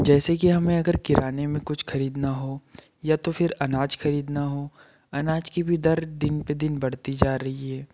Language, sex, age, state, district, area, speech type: Hindi, male, 30-45, Madhya Pradesh, Betul, urban, spontaneous